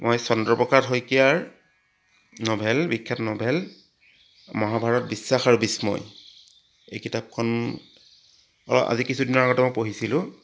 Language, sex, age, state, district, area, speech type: Assamese, male, 60+, Assam, Charaideo, rural, spontaneous